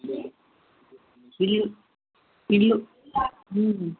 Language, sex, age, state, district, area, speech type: Telugu, female, 60+, Telangana, Hyderabad, urban, conversation